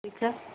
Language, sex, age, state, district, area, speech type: Urdu, female, 60+, Bihar, Gaya, urban, conversation